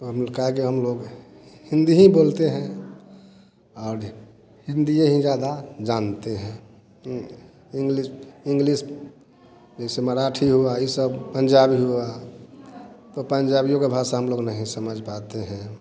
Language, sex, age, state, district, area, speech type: Hindi, male, 45-60, Bihar, Samastipur, rural, spontaneous